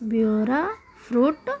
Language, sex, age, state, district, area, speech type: Telugu, female, 30-45, Andhra Pradesh, Krishna, rural, spontaneous